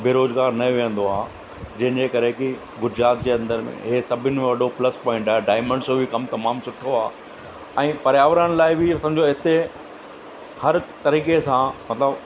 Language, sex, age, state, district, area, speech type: Sindhi, male, 45-60, Gujarat, Surat, urban, spontaneous